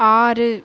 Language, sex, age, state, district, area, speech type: Tamil, female, 30-45, Tamil Nadu, Kanchipuram, urban, read